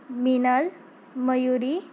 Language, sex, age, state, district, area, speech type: Marathi, female, 18-30, Maharashtra, Wardha, rural, spontaneous